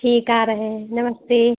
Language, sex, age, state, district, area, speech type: Hindi, female, 30-45, Uttar Pradesh, Hardoi, rural, conversation